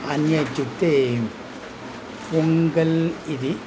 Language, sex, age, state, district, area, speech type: Sanskrit, male, 60+, Tamil Nadu, Coimbatore, urban, spontaneous